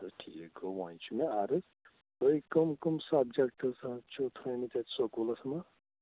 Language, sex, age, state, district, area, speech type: Kashmiri, female, 45-60, Jammu and Kashmir, Shopian, rural, conversation